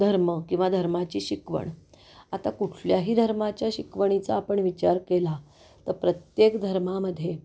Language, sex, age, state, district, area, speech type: Marathi, female, 45-60, Maharashtra, Pune, urban, spontaneous